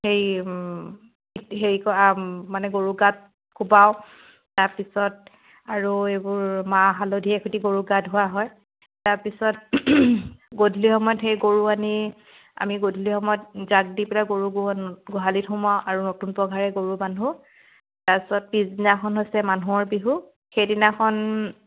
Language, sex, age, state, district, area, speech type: Assamese, female, 30-45, Assam, Sivasagar, rural, conversation